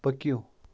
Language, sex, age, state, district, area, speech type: Kashmiri, male, 30-45, Jammu and Kashmir, Kupwara, rural, read